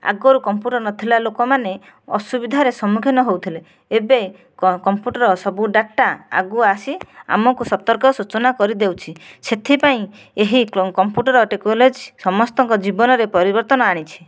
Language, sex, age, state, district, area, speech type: Odia, female, 30-45, Odisha, Nayagarh, rural, spontaneous